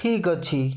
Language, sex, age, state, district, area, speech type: Odia, male, 30-45, Odisha, Bhadrak, rural, spontaneous